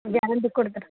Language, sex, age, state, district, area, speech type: Kannada, female, 30-45, Karnataka, Gadag, rural, conversation